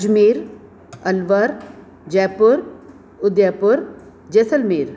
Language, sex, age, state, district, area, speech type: Sindhi, female, 60+, Rajasthan, Ajmer, urban, spontaneous